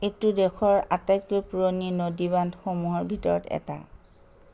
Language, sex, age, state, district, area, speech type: Assamese, female, 60+, Assam, Charaideo, urban, read